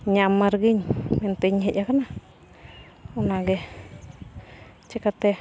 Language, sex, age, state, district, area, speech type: Santali, female, 18-30, Jharkhand, Bokaro, rural, spontaneous